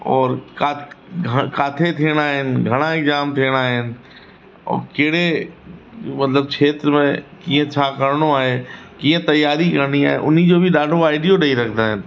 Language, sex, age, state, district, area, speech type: Sindhi, male, 45-60, Uttar Pradesh, Lucknow, urban, spontaneous